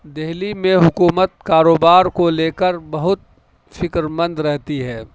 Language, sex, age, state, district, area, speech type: Urdu, male, 30-45, Delhi, Central Delhi, urban, spontaneous